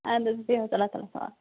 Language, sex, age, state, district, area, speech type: Kashmiri, female, 18-30, Jammu and Kashmir, Budgam, rural, conversation